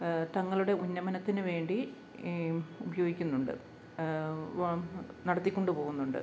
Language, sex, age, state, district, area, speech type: Malayalam, female, 30-45, Kerala, Kottayam, rural, spontaneous